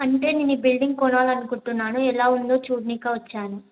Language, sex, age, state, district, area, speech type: Telugu, female, 18-30, Telangana, Yadadri Bhuvanagiri, urban, conversation